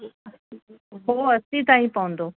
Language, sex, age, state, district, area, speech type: Sindhi, female, 45-60, Delhi, South Delhi, urban, conversation